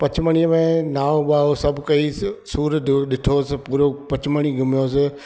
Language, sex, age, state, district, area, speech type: Sindhi, male, 30-45, Madhya Pradesh, Katni, rural, spontaneous